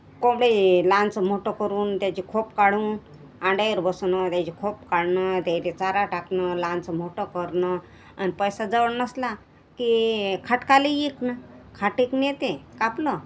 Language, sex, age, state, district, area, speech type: Marathi, female, 45-60, Maharashtra, Washim, rural, spontaneous